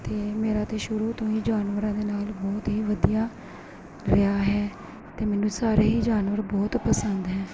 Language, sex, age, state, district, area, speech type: Punjabi, female, 30-45, Punjab, Gurdaspur, urban, spontaneous